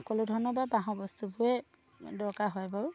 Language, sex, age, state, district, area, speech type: Assamese, female, 30-45, Assam, Charaideo, rural, spontaneous